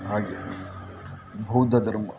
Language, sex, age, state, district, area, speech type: Kannada, male, 30-45, Karnataka, Mysore, urban, spontaneous